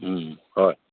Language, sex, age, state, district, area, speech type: Assamese, male, 45-60, Assam, Charaideo, rural, conversation